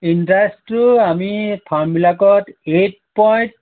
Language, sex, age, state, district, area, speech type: Assamese, male, 45-60, Assam, Majuli, rural, conversation